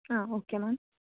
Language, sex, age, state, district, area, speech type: Kannada, female, 45-60, Karnataka, Chitradurga, rural, conversation